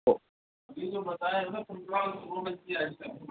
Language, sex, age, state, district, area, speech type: Urdu, male, 18-30, Delhi, Central Delhi, urban, conversation